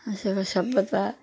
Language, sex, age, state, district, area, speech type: Bengali, female, 60+, West Bengal, Darjeeling, rural, spontaneous